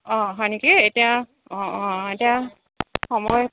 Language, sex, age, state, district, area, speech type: Assamese, female, 45-60, Assam, Tinsukia, rural, conversation